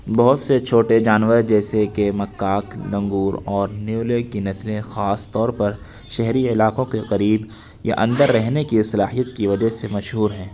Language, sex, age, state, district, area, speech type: Urdu, male, 30-45, Uttar Pradesh, Lucknow, urban, read